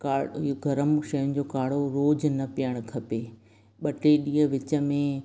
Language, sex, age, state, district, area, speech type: Sindhi, female, 45-60, Rajasthan, Ajmer, urban, spontaneous